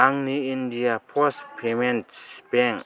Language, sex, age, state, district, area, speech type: Bodo, male, 45-60, Assam, Kokrajhar, urban, read